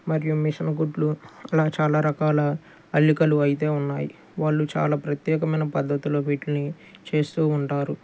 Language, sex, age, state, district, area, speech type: Telugu, male, 30-45, Andhra Pradesh, Guntur, urban, spontaneous